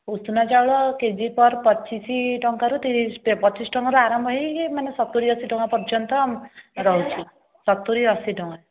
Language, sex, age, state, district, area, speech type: Odia, female, 18-30, Odisha, Dhenkanal, rural, conversation